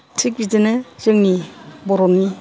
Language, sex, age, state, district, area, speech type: Bodo, female, 60+, Assam, Kokrajhar, rural, spontaneous